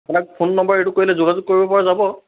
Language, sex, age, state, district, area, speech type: Assamese, male, 30-45, Assam, Charaideo, urban, conversation